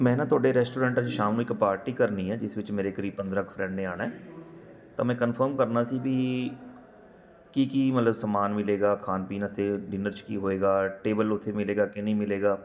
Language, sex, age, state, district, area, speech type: Punjabi, male, 45-60, Punjab, Patiala, urban, spontaneous